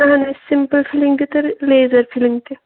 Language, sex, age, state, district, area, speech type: Kashmiri, female, 18-30, Jammu and Kashmir, Kulgam, rural, conversation